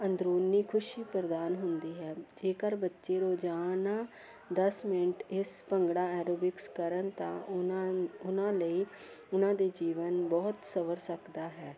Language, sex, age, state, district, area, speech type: Punjabi, female, 45-60, Punjab, Jalandhar, urban, spontaneous